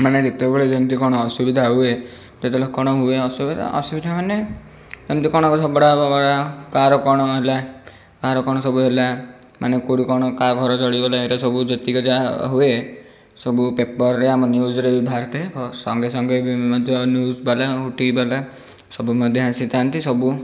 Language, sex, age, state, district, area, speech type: Odia, male, 18-30, Odisha, Bhadrak, rural, spontaneous